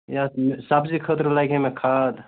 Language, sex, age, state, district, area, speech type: Kashmiri, male, 30-45, Jammu and Kashmir, Bandipora, rural, conversation